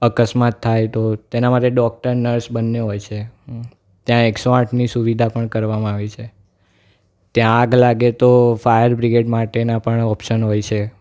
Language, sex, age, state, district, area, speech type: Gujarati, male, 18-30, Gujarat, Anand, urban, spontaneous